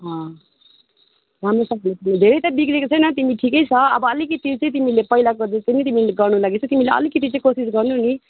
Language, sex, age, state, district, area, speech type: Nepali, female, 18-30, West Bengal, Darjeeling, rural, conversation